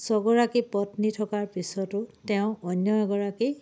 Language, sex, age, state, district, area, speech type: Assamese, female, 30-45, Assam, Charaideo, rural, spontaneous